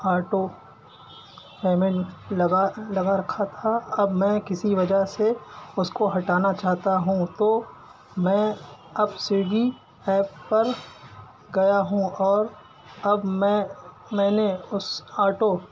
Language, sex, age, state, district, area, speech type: Urdu, male, 30-45, Uttar Pradesh, Shahjahanpur, urban, spontaneous